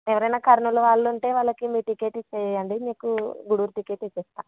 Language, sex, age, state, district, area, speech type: Telugu, female, 30-45, Andhra Pradesh, Kurnool, rural, conversation